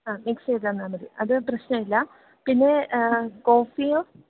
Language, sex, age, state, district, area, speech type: Malayalam, female, 18-30, Kerala, Idukki, rural, conversation